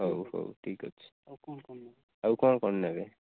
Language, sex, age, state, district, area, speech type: Odia, male, 30-45, Odisha, Nabarangpur, urban, conversation